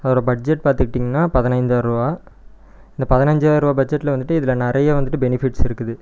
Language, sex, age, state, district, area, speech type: Tamil, male, 18-30, Tamil Nadu, Erode, rural, spontaneous